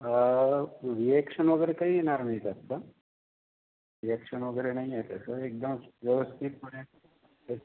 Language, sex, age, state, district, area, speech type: Marathi, male, 45-60, Maharashtra, Akola, rural, conversation